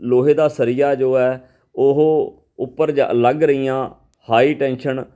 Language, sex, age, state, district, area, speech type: Punjabi, male, 45-60, Punjab, Fatehgarh Sahib, urban, spontaneous